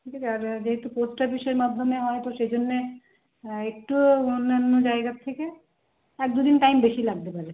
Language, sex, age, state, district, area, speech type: Bengali, female, 30-45, West Bengal, Howrah, urban, conversation